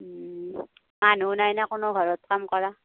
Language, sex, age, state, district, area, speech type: Assamese, female, 30-45, Assam, Darrang, rural, conversation